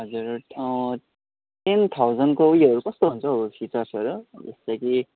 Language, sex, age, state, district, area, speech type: Nepali, male, 18-30, West Bengal, Kalimpong, rural, conversation